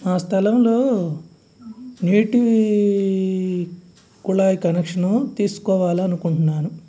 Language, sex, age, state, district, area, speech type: Telugu, male, 45-60, Andhra Pradesh, Guntur, urban, spontaneous